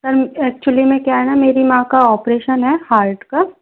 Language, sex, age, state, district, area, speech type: Hindi, female, 18-30, Madhya Pradesh, Gwalior, rural, conversation